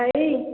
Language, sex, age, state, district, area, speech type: Odia, female, 30-45, Odisha, Khordha, rural, conversation